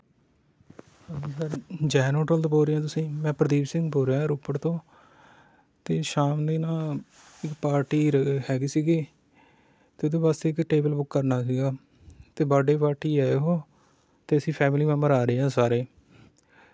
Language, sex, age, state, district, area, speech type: Punjabi, male, 30-45, Punjab, Rupnagar, rural, spontaneous